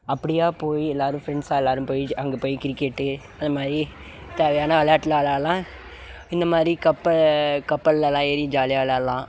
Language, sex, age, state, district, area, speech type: Tamil, male, 18-30, Tamil Nadu, Mayiladuthurai, urban, spontaneous